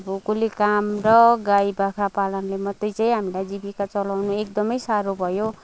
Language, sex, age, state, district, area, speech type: Nepali, female, 30-45, West Bengal, Kalimpong, rural, spontaneous